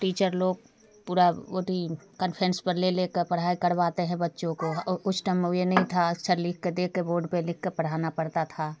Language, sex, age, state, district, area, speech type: Hindi, female, 45-60, Bihar, Darbhanga, rural, spontaneous